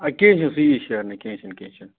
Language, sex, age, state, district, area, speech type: Kashmiri, male, 30-45, Jammu and Kashmir, Budgam, rural, conversation